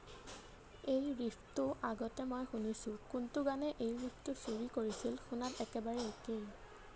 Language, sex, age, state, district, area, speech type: Assamese, female, 18-30, Assam, Nagaon, rural, read